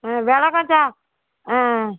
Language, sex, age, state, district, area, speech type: Tamil, female, 60+, Tamil Nadu, Erode, urban, conversation